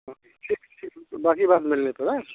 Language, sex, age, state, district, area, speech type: Hindi, male, 60+, Uttar Pradesh, Ayodhya, rural, conversation